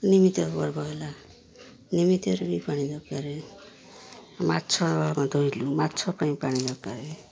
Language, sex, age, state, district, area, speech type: Odia, female, 60+, Odisha, Jagatsinghpur, rural, spontaneous